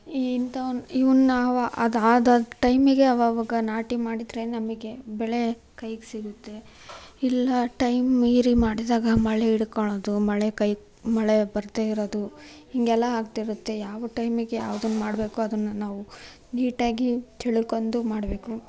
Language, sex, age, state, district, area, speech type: Kannada, female, 18-30, Karnataka, Chitradurga, rural, spontaneous